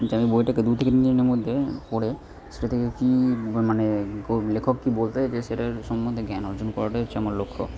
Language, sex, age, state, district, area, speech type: Bengali, male, 18-30, West Bengal, Purba Bardhaman, rural, spontaneous